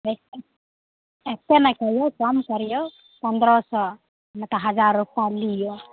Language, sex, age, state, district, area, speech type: Maithili, female, 18-30, Bihar, Samastipur, rural, conversation